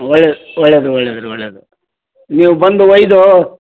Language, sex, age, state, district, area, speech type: Kannada, male, 60+, Karnataka, Koppal, rural, conversation